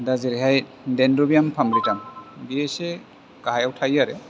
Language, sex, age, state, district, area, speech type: Bodo, male, 45-60, Assam, Chirang, rural, spontaneous